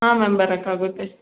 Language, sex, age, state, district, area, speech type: Kannada, female, 18-30, Karnataka, Hassan, rural, conversation